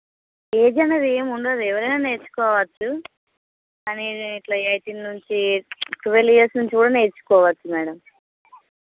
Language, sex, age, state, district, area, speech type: Telugu, female, 30-45, Telangana, Hanamkonda, rural, conversation